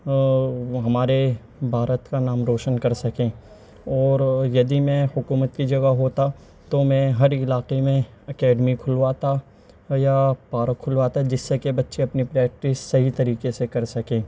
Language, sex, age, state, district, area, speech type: Urdu, male, 18-30, Delhi, East Delhi, urban, spontaneous